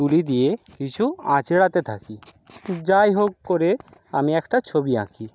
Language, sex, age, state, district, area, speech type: Bengali, male, 60+, West Bengal, Jhargram, rural, spontaneous